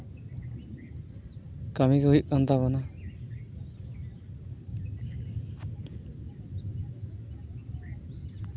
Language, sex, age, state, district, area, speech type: Santali, male, 30-45, West Bengal, Purulia, rural, spontaneous